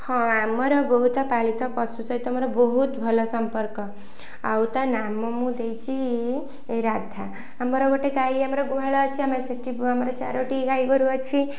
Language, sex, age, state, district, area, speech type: Odia, female, 18-30, Odisha, Kendujhar, urban, spontaneous